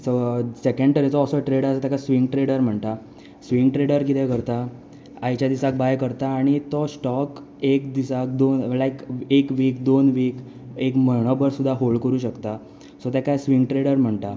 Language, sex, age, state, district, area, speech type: Goan Konkani, male, 18-30, Goa, Tiswadi, rural, spontaneous